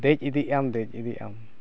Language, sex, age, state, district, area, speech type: Santali, male, 60+, Jharkhand, East Singhbhum, rural, spontaneous